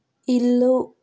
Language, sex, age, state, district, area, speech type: Telugu, female, 30-45, Andhra Pradesh, Vizianagaram, rural, read